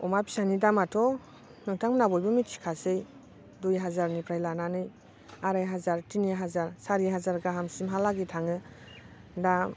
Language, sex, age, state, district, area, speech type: Bodo, female, 30-45, Assam, Baksa, rural, spontaneous